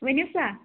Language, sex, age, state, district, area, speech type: Kashmiri, female, 30-45, Jammu and Kashmir, Anantnag, rural, conversation